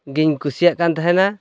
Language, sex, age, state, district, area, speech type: Santali, male, 18-30, West Bengal, Purulia, rural, spontaneous